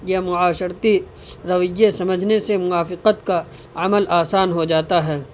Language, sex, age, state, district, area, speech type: Urdu, male, 18-30, Uttar Pradesh, Saharanpur, urban, spontaneous